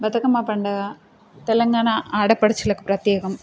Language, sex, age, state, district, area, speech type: Telugu, female, 30-45, Telangana, Peddapalli, rural, spontaneous